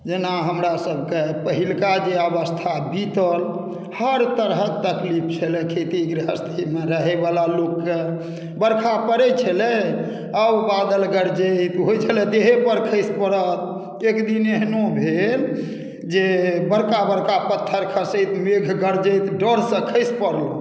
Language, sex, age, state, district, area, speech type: Maithili, male, 60+, Bihar, Madhubani, rural, spontaneous